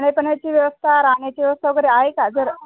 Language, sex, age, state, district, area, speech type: Marathi, female, 30-45, Maharashtra, Thane, urban, conversation